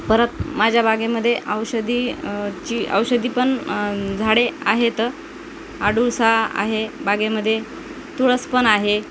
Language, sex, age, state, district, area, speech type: Marathi, female, 30-45, Maharashtra, Nanded, rural, spontaneous